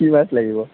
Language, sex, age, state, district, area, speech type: Assamese, male, 45-60, Assam, Darrang, rural, conversation